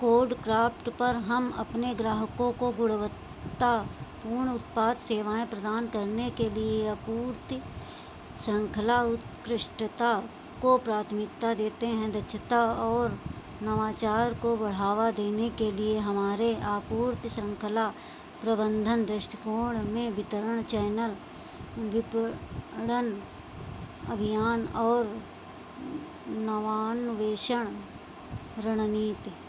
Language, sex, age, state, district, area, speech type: Hindi, female, 45-60, Uttar Pradesh, Sitapur, rural, read